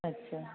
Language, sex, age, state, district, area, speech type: Sindhi, other, 60+, Maharashtra, Thane, urban, conversation